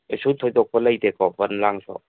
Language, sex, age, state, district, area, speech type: Manipuri, male, 45-60, Manipur, Tengnoupal, rural, conversation